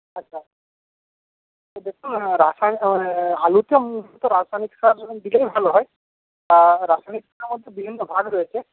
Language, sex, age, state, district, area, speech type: Bengali, male, 30-45, West Bengal, Paschim Medinipur, rural, conversation